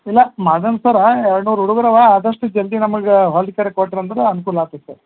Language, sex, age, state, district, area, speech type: Kannada, male, 45-60, Karnataka, Gulbarga, urban, conversation